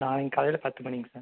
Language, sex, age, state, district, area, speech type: Tamil, male, 18-30, Tamil Nadu, Erode, rural, conversation